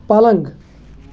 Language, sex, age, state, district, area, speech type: Kashmiri, male, 30-45, Jammu and Kashmir, Kulgam, rural, read